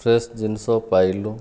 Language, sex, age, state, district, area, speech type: Odia, male, 30-45, Odisha, Kandhamal, rural, spontaneous